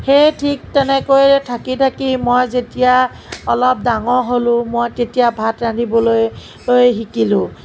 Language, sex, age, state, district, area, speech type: Assamese, female, 45-60, Assam, Morigaon, rural, spontaneous